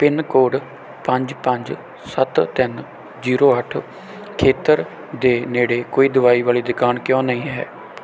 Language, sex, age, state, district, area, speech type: Punjabi, male, 18-30, Punjab, Bathinda, rural, read